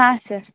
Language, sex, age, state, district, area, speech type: Kannada, female, 18-30, Karnataka, Koppal, urban, conversation